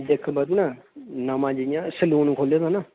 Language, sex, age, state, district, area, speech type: Dogri, male, 18-30, Jammu and Kashmir, Reasi, rural, conversation